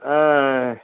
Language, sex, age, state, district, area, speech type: Tamil, male, 60+, Tamil Nadu, Perambalur, urban, conversation